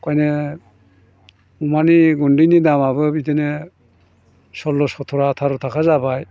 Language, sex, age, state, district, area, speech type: Bodo, male, 60+, Assam, Chirang, rural, spontaneous